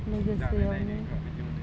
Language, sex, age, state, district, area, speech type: Bodo, female, 45-60, Assam, Baksa, rural, spontaneous